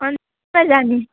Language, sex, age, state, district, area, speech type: Nepali, female, 18-30, West Bengal, Alipurduar, urban, conversation